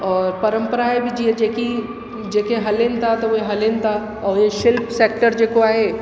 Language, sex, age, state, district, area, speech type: Sindhi, female, 30-45, Uttar Pradesh, Lucknow, urban, spontaneous